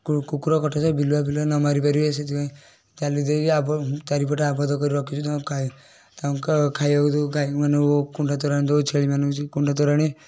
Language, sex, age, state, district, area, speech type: Odia, male, 30-45, Odisha, Kendujhar, urban, spontaneous